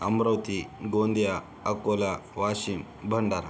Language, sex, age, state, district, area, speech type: Marathi, male, 18-30, Maharashtra, Yavatmal, rural, spontaneous